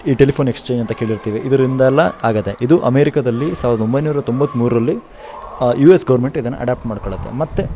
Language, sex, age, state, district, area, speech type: Kannada, male, 18-30, Karnataka, Shimoga, rural, spontaneous